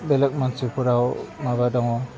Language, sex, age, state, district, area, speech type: Bodo, male, 45-60, Assam, Udalguri, rural, spontaneous